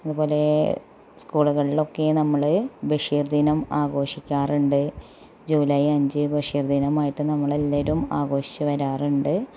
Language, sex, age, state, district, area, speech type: Malayalam, female, 30-45, Kerala, Malappuram, rural, spontaneous